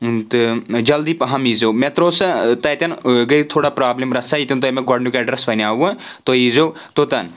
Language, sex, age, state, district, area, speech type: Kashmiri, male, 30-45, Jammu and Kashmir, Anantnag, rural, spontaneous